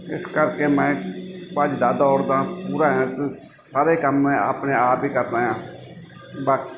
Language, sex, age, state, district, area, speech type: Punjabi, male, 45-60, Punjab, Mansa, urban, spontaneous